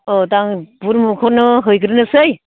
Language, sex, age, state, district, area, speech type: Bodo, female, 60+, Assam, Baksa, rural, conversation